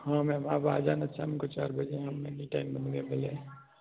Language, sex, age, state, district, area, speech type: Hindi, male, 30-45, Rajasthan, Jodhpur, urban, conversation